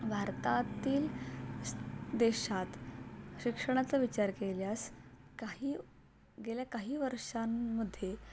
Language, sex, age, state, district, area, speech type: Marathi, female, 18-30, Maharashtra, Satara, urban, spontaneous